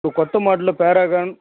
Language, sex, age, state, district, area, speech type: Telugu, male, 18-30, Andhra Pradesh, Sri Balaji, urban, conversation